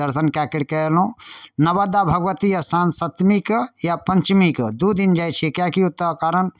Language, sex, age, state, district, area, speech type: Maithili, male, 30-45, Bihar, Darbhanga, urban, spontaneous